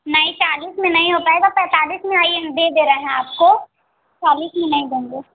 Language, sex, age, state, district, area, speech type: Hindi, female, 30-45, Uttar Pradesh, Mirzapur, rural, conversation